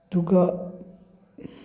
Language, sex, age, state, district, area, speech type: Manipuri, male, 18-30, Manipur, Chandel, rural, spontaneous